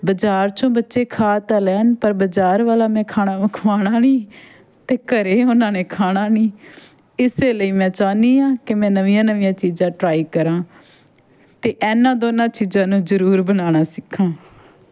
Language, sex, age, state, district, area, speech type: Punjabi, female, 30-45, Punjab, Fatehgarh Sahib, rural, spontaneous